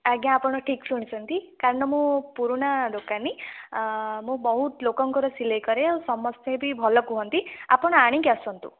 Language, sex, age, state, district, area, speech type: Odia, female, 18-30, Odisha, Nayagarh, rural, conversation